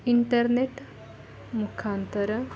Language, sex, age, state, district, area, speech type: Kannada, female, 60+, Karnataka, Chikkaballapur, rural, spontaneous